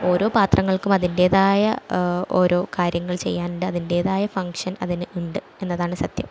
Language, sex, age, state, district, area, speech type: Malayalam, female, 18-30, Kerala, Thrissur, urban, spontaneous